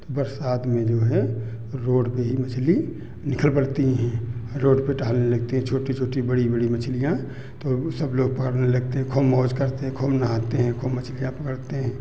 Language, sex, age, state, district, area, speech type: Hindi, male, 45-60, Uttar Pradesh, Hardoi, rural, spontaneous